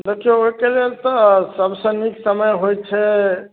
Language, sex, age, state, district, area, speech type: Maithili, male, 30-45, Bihar, Darbhanga, urban, conversation